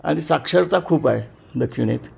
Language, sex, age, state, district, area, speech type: Marathi, male, 60+, Maharashtra, Kolhapur, urban, spontaneous